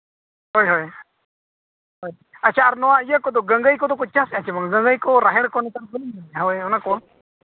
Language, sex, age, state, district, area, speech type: Santali, male, 45-60, Odisha, Mayurbhanj, rural, conversation